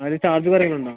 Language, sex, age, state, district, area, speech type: Malayalam, male, 18-30, Kerala, Kasaragod, rural, conversation